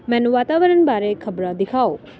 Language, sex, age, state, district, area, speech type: Punjabi, female, 18-30, Punjab, Ludhiana, rural, read